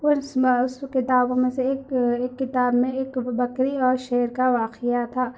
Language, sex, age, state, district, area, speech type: Urdu, female, 30-45, Telangana, Hyderabad, urban, spontaneous